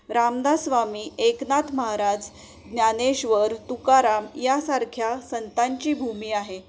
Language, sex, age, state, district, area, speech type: Marathi, female, 45-60, Maharashtra, Sangli, rural, spontaneous